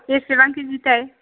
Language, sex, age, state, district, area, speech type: Bodo, female, 30-45, Assam, Chirang, rural, conversation